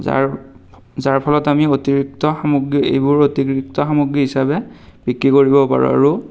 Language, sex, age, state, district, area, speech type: Assamese, male, 18-30, Assam, Darrang, rural, spontaneous